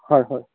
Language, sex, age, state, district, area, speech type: Assamese, male, 45-60, Assam, Udalguri, rural, conversation